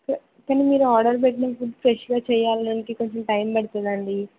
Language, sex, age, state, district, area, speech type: Telugu, female, 18-30, Telangana, Siddipet, rural, conversation